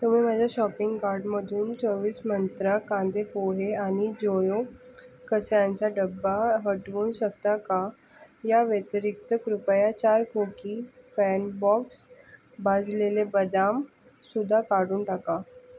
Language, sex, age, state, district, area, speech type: Marathi, female, 45-60, Maharashtra, Thane, urban, read